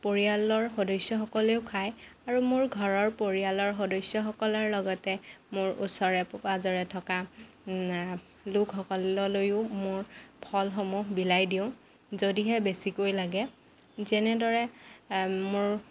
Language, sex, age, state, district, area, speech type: Assamese, female, 18-30, Assam, Lakhimpur, rural, spontaneous